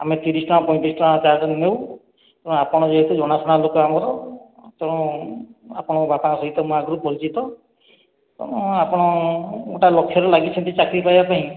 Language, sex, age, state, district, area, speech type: Odia, male, 18-30, Odisha, Khordha, rural, conversation